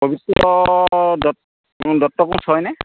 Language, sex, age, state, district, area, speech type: Assamese, male, 60+, Assam, Dhemaji, rural, conversation